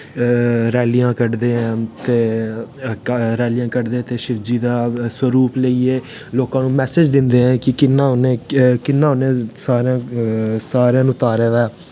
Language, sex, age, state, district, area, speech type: Dogri, male, 18-30, Jammu and Kashmir, Samba, rural, spontaneous